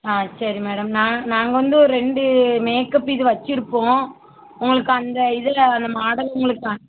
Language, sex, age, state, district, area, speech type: Tamil, female, 18-30, Tamil Nadu, Thoothukudi, urban, conversation